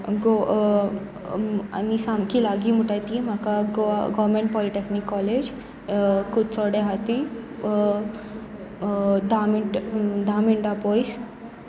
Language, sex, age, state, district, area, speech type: Goan Konkani, female, 18-30, Goa, Sanguem, rural, spontaneous